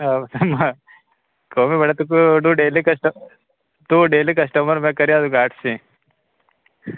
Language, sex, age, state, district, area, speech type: Goan Konkani, male, 18-30, Goa, Canacona, rural, conversation